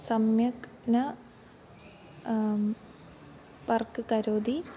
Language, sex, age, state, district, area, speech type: Sanskrit, female, 18-30, Kerala, Kannur, rural, spontaneous